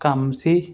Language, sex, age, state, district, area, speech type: Punjabi, male, 30-45, Punjab, Ludhiana, urban, spontaneous